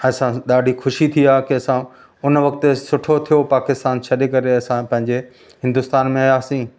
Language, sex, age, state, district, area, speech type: Sindhi, male, 45-60, Madhya Pradesh, Katni, rural, spontaneous